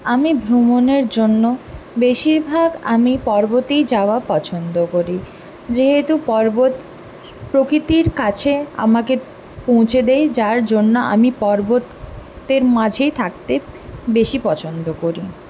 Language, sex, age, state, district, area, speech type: Bengali, female, 18-30, West Bengal, Purulia, urban, spontaneous